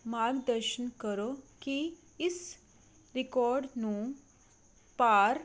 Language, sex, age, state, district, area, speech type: Punjabi, female, 30-45, Punjab, Fazilka, rural, spontaneous